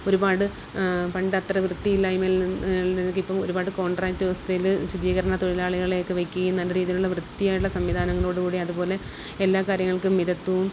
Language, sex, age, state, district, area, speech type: Malayalam, female, 30-45, Kerala, Kollam, urban, spontaneous